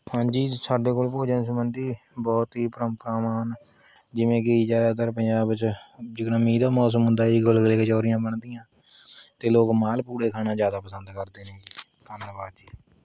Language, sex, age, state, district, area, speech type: Punjabi, male, 18-30, Punjab, Mohali, rural, spontaneous